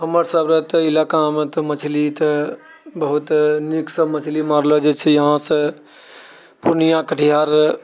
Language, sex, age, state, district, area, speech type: Maithili, male, 60+, Bihar, Purnia, rural, spontaneous